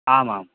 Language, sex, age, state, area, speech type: Sanskrit, male, 18-30, Madhya Pradesh, rural, conversation